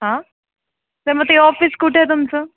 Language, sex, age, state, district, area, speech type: Marathi, female, 18-30, Maharashtra, Jalna, urban, conversation